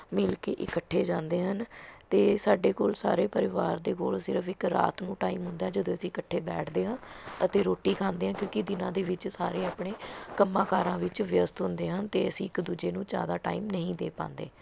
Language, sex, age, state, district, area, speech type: Punjabi, female, 30-45, Punjab, Mohali, urban, spontaneous